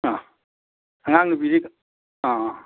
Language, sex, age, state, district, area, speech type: Manipuri, male, 60+, Manipur, Imphal East, rural, conversation